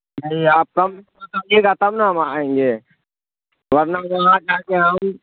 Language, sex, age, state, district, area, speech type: Urdu, male, 18-30, Bihar, Supaul, rural, conversation